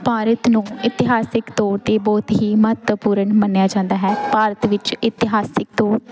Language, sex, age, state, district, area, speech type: Punjabi, female, 18-30, Punjab, Pathankot, rural, spontaneous